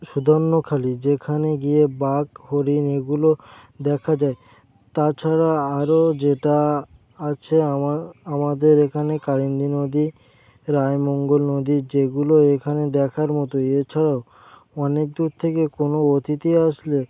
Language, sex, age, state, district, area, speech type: Bengali, male, 18-30, West Bengal, North 24 Parganas, rural, spontaneous